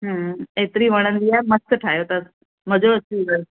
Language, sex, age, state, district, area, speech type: Sindhi, female, 45-60, Maharashtra, Mumbai Suburban, urban, conversation